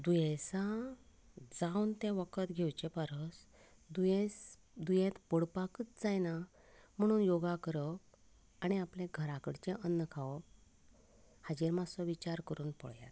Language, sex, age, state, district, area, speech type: Goan Konkani, female, 45-60, Goa, Canacona, rural, spontaneous